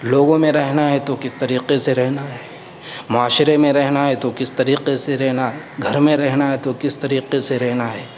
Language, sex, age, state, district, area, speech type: Urdu, male, 18-30, Uttar Pradesh, Saharanpur, urban, spontaneous